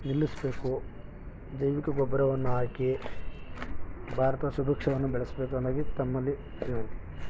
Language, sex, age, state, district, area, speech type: Kannada, male, 18-30, Karnataka, Mandya, urban, spontaneous